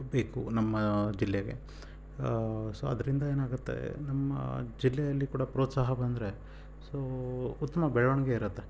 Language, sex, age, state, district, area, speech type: Kannada, male, 30-45, Karnataka, Chitradurga, rural, spontaneous